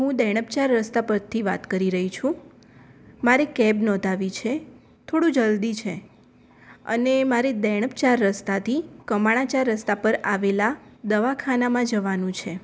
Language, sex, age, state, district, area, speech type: Gujarati, female, 18-30, Gujarat, Mehsana, rural, spontaneous